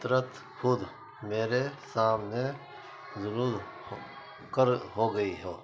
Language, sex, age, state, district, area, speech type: Urdu, male, 60+, Uttar Pradesh, Muzaffarnagar, urban, spontaneous